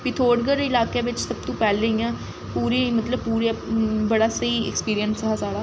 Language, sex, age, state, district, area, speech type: Dogri, female, 18-30, Jammu and Kashmir, Reasi, urban, spontaneous